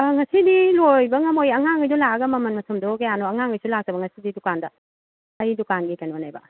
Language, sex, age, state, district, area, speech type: Manipuri, female, 45-60, Manipur, Kakching, rural, conversation